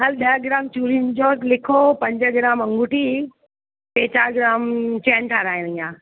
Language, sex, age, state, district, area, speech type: Sindhi, female, 45-60, Delhi, South Delhi, rural, conversation